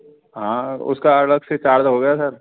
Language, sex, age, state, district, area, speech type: Hindi, male, 30-45, Rajasthan, Karauli, rural, conversation